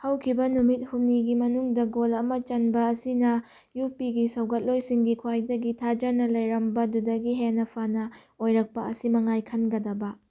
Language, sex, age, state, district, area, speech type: Manipuri, female, 18-30, Manipur, Churachandpur, rural, read